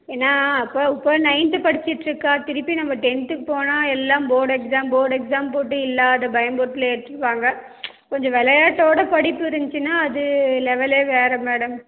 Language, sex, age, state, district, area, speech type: Tamil, female, 30-45, Tamil Nadu, Salem, rural, conversation